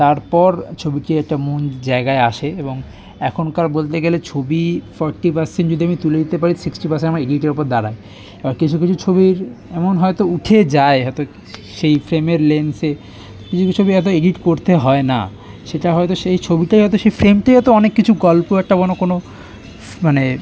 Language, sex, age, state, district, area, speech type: Bengali, male, 30-45, West Bengal, Kolkata, urban, spontaneous